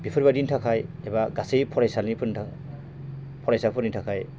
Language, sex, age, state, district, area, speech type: Bodo, male, 30-45, Assam, Baksa, rural, spontaneous